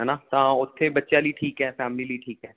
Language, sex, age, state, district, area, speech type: Punjabi, male, 30-45, Punjab, Mansa, urban, conversation